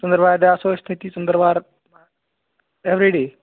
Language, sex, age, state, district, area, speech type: Kashmiri, male, 18-30, Jammu and Kashmir, Shopian, rural, conversation